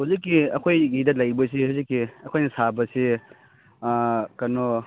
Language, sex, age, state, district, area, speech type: Manipuri, male, 30-45, Manipur, Churachandpur, rural, conversation